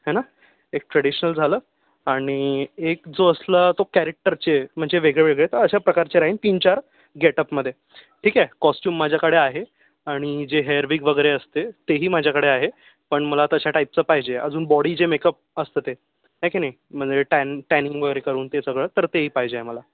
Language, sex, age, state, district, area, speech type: Marathi, male, 30-45, Maharashtra, Yavatmal, urban, conversation